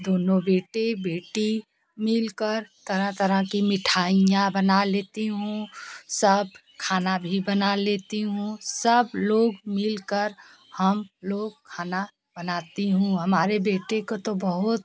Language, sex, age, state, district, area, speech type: Hindi, female, 30-45, Uttar Pradesh, Jaunpur, rural, spontaneous